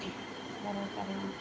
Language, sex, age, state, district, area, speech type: Odia, female, 30-45, Odisha, Jagatsinghpur, rural, spontaneous